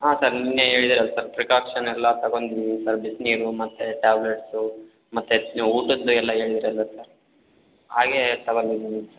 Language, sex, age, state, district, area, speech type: Kannada, male, 18-30, Karnataka, Tumkur, rural, conversation